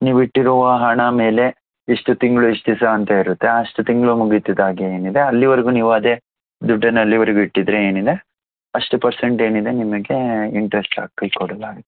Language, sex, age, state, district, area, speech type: Kannada, male, 18-30, Karnataka, Davanagere, rural, conversation